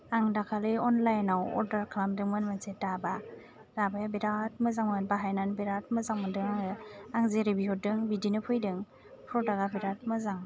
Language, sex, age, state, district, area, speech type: Bodo, female, 30-45, Assam, Kokrajhar, rural, spontaneous